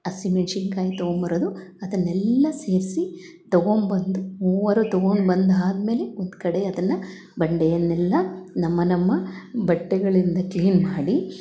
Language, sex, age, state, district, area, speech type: Kannada, female, 60+, Karnataka, Chitradurga, rural, spontaneous